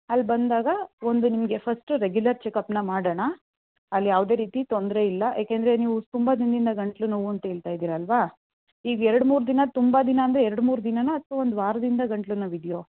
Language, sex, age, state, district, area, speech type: Kannada, female, 18-30, Karnataka, Mandya, rural, conversation